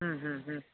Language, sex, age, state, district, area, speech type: Sanskrit, male, 18-30, Karnataka, Chikkamagaluru, urban, conversation